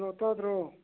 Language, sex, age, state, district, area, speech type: Manipuri, male, 60+, Manipur, Churachandpur, urban, conversation